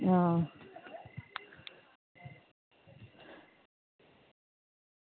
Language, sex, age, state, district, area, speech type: Dogri, female, 30-45, Jammu and Kashmir, Reasi, rural, conversation